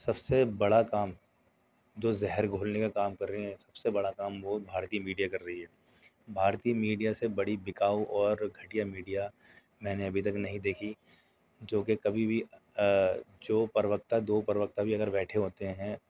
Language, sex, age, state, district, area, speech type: Urdu, male, 30-45, Delhi, South Delhi, urban, spontaneous